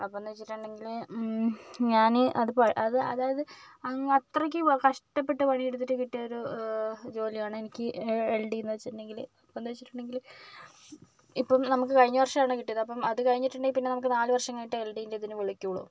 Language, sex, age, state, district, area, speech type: Malayalam, female, 30-45, Kerala, Kozhikode, urban, spontaneous